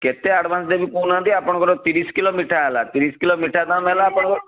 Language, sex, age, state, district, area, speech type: Odia, male, 30-45, Odisha, Bhadrak, rural, conversation